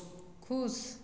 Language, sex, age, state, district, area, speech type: Maithili, female, 45-60, Bihar, Madhepura, urban, read